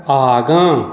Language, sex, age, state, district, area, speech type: Maithili, male, 45-60, Bihar, Madhubani, rural, read